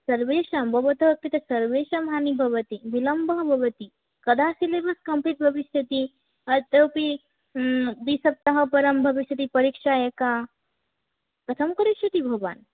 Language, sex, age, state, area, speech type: Sanskrit, female, 18-30, Assam, rural, conversation